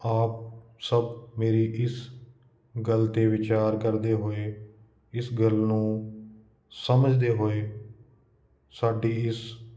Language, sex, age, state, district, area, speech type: Punjabi, male, 30-45, Punjab, Kapurthala, urban, read